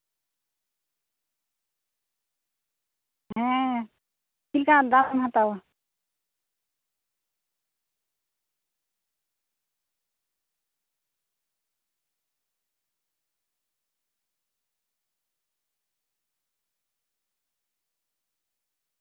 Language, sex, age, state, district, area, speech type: Santali, female, 18-30, West Bengal, Purulia, rural, conversation